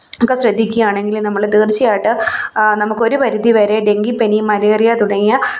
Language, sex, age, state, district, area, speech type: Malayalam, female, 30-45, Kerala, Kollam, rural, spontaneous